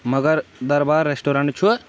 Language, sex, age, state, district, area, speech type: Kashmiri, male, 18-30, Jammu and Kashmir, Shopian, rural, spontaneous